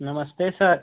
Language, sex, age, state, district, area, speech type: Hindi, male, 18-30, Uttar Pradesh, Chandauli, urban, conversation